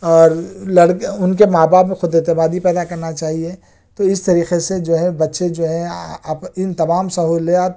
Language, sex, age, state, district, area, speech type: Urdu, male, 30-45, Telangana, Hyderabad, urban, spontaneous